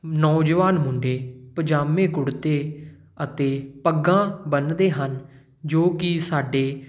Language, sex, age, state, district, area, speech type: Punjabi, male, 18-30, Punjab, Patiala, urban, spontaneous